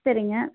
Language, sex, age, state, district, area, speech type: Tamil, female, 30-45, Tamil Nadu, Thoothukudi, rural, conversation